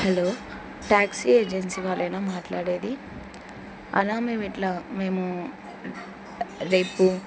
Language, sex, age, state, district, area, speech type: Telugu, female, 45-60, Andhra Pradesh, Kurnool, rural, spontaneous